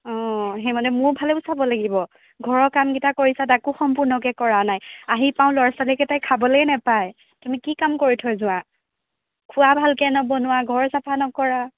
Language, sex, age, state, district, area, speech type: Assamese, female, 18-30, Assam, Golaghat, urban, conversation